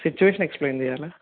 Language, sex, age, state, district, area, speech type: Telugu, male, 30-45, Telangana, Peddapalli, rural, conversation